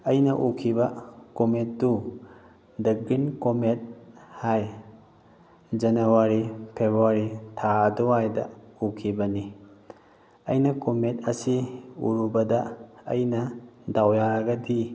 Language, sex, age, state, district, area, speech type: Manipuri, male, 18-30, Manipur, Kakching, rural, spontaneous